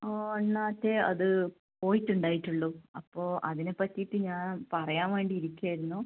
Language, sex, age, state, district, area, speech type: Malayalam, female, 18-30, Kerala, Kannur, rural, conversation